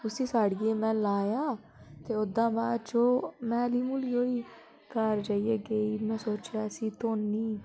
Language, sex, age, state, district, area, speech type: Dogri, female, 30-45, Jammu and Kashmir, Udhampur, rural, spontaneous